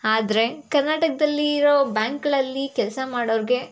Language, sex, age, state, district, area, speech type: Kannada, female, 18-30, Karnataka, Tumkur, rural, spontaneous